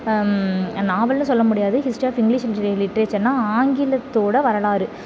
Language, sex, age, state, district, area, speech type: Tamil, female, 30-45, Tamil Nadu, Thanjavur, rural, spontaneous